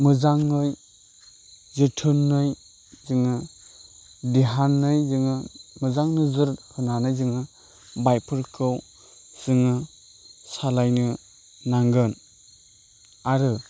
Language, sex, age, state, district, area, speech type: Bodo, male, 30-45, Assam, Chirang, urban, spontaneous